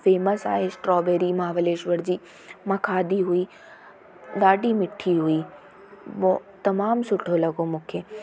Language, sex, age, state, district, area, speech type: Sindhi, female, 18-30, Delhi, South Delhi, urban, spontaneous